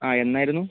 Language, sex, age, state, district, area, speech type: Malayalam, female, 18-30, Kerala, Wayanad, rural, conversation